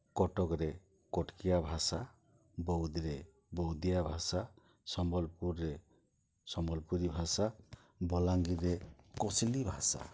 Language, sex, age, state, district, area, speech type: Odia, male, 60+, Odisha, Boudh, rural, spontaneous